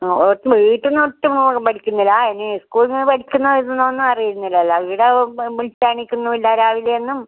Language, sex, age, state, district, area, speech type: Malayalam, female, 60+, Kerala, Kasaragod, rural, conversation